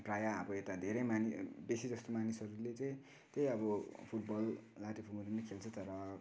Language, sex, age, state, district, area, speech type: Nepali, male, 18-30, West Bengal, Kalimpong, rural, spontaneous